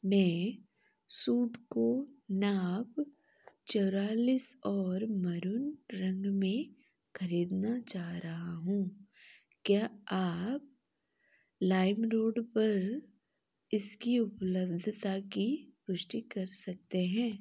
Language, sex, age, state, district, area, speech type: Hindi, female, 45-60, Madhya Pradesh, Chhindwara, rural, read